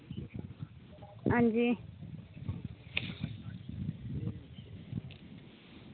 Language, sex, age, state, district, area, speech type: Dogri, female, 30-45, Jammu and Kashmir, Reasi, rural, conversation